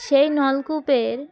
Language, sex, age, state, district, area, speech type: Bengali, female, 18-30, West Bengal, Dakshin Dinajpur, urban, spontaneous